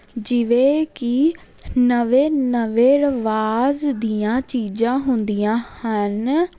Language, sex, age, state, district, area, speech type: Punjabi, female, 18-30, Punjab, Jalandhar, urban, spontaneous